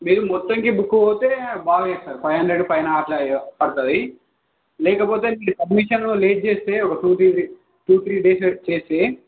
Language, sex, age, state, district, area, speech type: Telugu, male, 18-30, Telangana, Nizamabad, urban, conversation